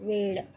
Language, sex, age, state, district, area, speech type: Marathi, female, 60+, Maharashtra, Nagpur, urban, read